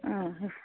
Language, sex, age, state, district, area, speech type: Bodo, female, 45-60, Assam, Kokrajhar, rural, conversation